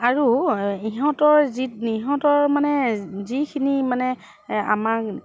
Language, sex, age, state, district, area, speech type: Assamese, female, 45-60, Assam, Dibrugarh, rural, spontaneous